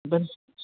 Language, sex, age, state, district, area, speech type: Kannada, male, 18-30, Karnataka, Bangalore Urban, urban, conversation